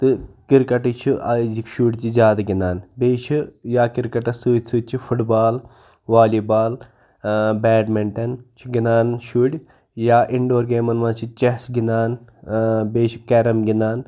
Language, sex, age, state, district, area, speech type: Kashmiri, male, 30-45, Jammu and Kashmir, Pulwama, urban, spontaneous